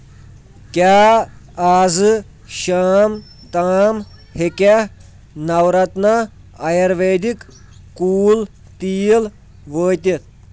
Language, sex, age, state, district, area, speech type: Kashmiri, male, 30-45, Jammu and Kashmir, Kulgam, rural, read